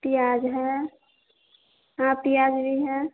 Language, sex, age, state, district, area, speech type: Hindi, female, 30-45, Bihar, Begusarai, urban, conversation